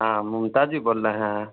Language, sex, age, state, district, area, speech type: Hindi, male, 18-30, Bihar, Vaishali, rural, conversation